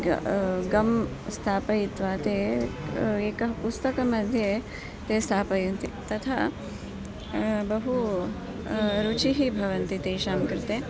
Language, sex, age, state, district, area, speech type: Sanskrit, female, 45-60, Karnataka, Dharwad, urban, spontaneous